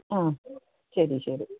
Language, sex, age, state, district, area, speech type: Malayalam, female, 60+, Kerala, Idukki, rural, conversation